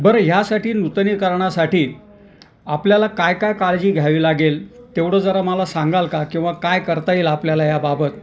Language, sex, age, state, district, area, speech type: Marathi, male, 60+, Maharashtra, Nashik, urban, spontaneous